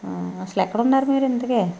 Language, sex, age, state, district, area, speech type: Telugu, female, 60+, Andhra Pradesh, Eluru, rural, spontaneous